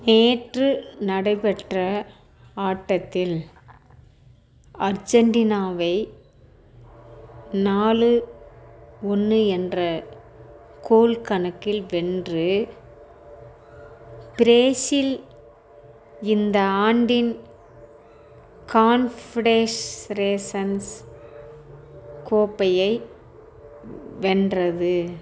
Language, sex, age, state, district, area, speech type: Tamil, female, 60+, Tamil Nadu, Theni, rural, read